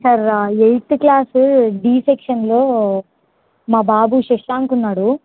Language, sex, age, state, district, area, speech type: Telugu, female, 18-30, Andhra Pradesh, Krishna, urban, conversation